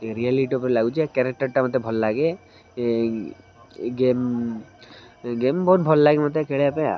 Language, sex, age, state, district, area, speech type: Odia, male, 18-30, Odisha, Kendrapara, urban, spontaneous